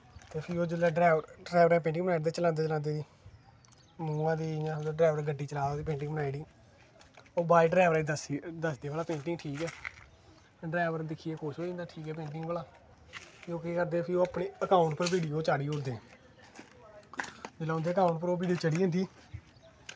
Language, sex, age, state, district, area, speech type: Dogri, male, 18-30, Jammu and Kashmir, Kathua, rural, spontaneous